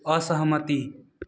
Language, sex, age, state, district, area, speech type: Maithili, male, 18-30, Bihar, Madhepura, rural, read